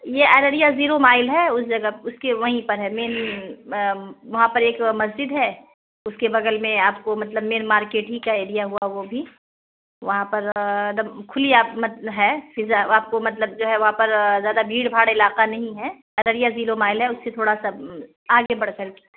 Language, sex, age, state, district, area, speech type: Urdu, female, 30-45, Bihar, Araria, rural, conversation